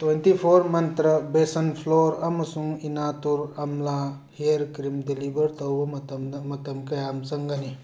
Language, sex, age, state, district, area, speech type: Manipuri, male, 45-60, Manipur, Tengnoupal, urban, read